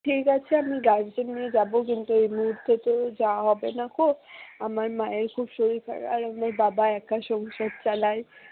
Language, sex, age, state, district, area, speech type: Bengali, female, 60+, West Bengal, Purba Bardhaman, rural, conversation